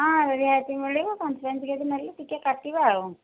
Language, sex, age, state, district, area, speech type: Odia, female, 30-45, Odisha, Cuttack, urban, conversation